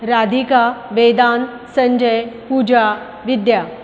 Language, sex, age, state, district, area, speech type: Marathi, female, 45-60, Maharashtra, Buldhana, urban, spontaneous